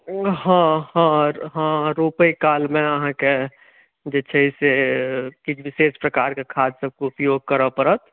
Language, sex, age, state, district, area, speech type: Maithili, male, 30-45, Bihar, Madhubani, rural, conversation